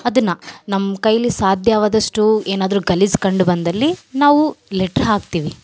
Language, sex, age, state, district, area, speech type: Kannada, female, 18-30, Karnataka, Vijayanagara, rural, spontaneous